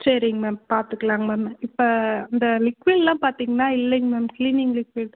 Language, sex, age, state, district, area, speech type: Tamil, female, 30-45, Tamil Nadu, Madurai, urban, conversation